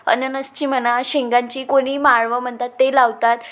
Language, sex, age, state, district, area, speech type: Marathi, female, 18-30, Maharashtra, Wardha, rural, spontaneous